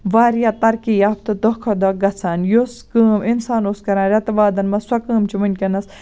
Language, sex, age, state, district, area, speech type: Kashmiri, female, 18-30, Jammu and Kashmir, Baramulla, rural, spontaneous